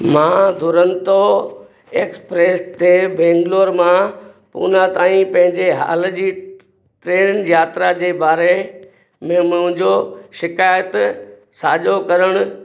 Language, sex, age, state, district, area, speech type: Sindhi, male, 60+, Gujarat, Kutch, rural, read